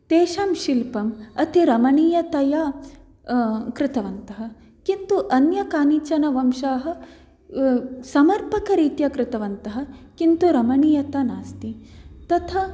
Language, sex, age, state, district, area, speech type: Sanskrit, female, 18-30, Karnataka, Dakshina Kannada, rural, spontaneous